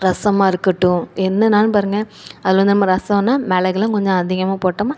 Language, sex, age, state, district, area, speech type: Tamil, female, 30-45, Tamil Nadu, Thoothukudi, urban, spontaneous